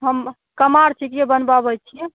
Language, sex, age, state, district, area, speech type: Maithili, female, 18-30, Bihar, Begusarai, rural, conversation